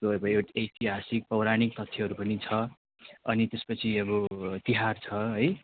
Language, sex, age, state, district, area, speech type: Nepali, male, 30-45, West Bengal, Darjeeling, rural, conversation